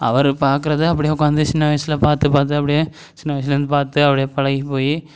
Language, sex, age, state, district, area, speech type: Tamil, male, 18-30, Tamil Nadu, Thanjavur, rural, spontaneous